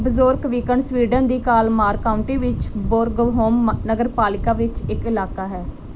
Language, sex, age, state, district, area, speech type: Punjabi, female, 18-30, Punjab, Muktsar, urban, read